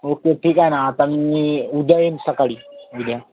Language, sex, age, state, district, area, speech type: Marathi, male, 18-30, Maharashtra, Washim, urban, conversation